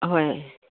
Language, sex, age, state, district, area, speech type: Assamese, female, 45-60, Assam, Dibrugarh, rural, conversation